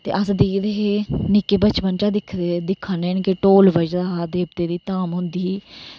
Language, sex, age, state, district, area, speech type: Dogri, female, 30-45, Jammu and Kashmir, Reasi, rural, spontaneous